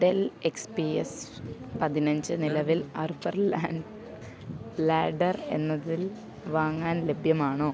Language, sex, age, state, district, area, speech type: Malayalam, female, 30-45, Kerala, Alappuzha, rural, read